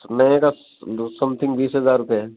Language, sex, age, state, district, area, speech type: Hindi, male, 30-45, Rajasthan, Nagaur, rural, conversation